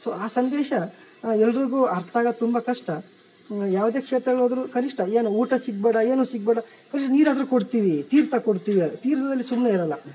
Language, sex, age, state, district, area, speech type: Kannada, male, 18-30, Karnataka, Bellary, rural, spontaneous